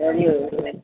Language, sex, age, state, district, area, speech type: Tamil, female, 60+, Tamil Nadu, Madurai, urban, conversation